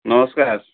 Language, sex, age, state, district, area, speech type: Odia, male, 60+, Odisha, Sundergarh, urban, conversation